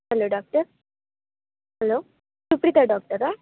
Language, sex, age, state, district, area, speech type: Kannada, female, 18-30, Karnataka, Tumkur, rural, conversation